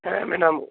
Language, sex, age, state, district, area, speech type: Bengali, male, 18-30, West Bengal, North 24 Parganas, rural, conversation